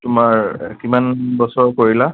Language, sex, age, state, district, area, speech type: Assamese, male, 30-45, Assam, Nagaon, rural, conversation